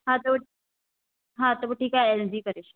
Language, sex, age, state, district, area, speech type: Sindhi, female, 18-30, Maharashtra, Thane, urban, conversation